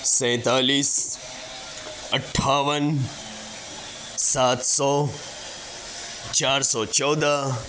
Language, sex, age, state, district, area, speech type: Urdu, male, 18-30, Delhi, Central Delhi, urban, spontaneous